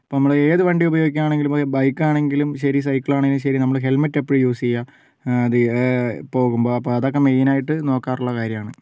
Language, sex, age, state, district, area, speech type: Malayalam, male, 45-60, Kerala, Wayanad, rural, spontaneous